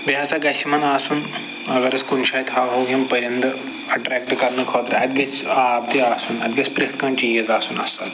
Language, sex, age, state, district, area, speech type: Kashmiri, male, 45-60, Jammu and Kashmir, Srinagar, urban, spontaneous